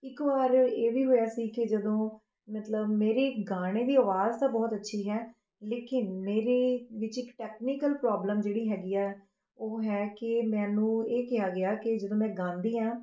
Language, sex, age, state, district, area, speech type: Punjabi, female, 30-45, Punjab, Rupnagar, urban, spontaneous